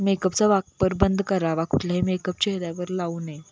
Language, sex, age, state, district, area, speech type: Marathi, female, 18-30, Maharashtra, Kolhapur, urban, spontaneous